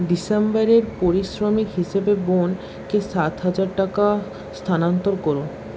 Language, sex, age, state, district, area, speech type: Bengali, male, 60+, West Bengal, Paschim Bardhaman, urban, read